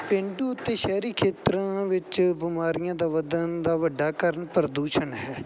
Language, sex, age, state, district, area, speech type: Punjabi, male, 18-30, Punjab, Bathinda, rural, spontaneous